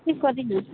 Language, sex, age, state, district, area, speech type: Odia, male, 18-30, Odisha, Sambalpur, rural, conversation